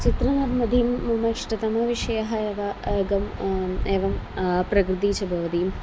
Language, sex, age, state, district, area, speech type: Sanskrit, female, 18-30, Kerala, Thrissur, rural, spontaneous